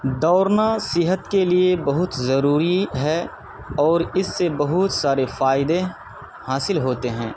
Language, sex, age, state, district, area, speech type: Urdu, male, 30-45, Bihar, Purnia, rural, spontaneous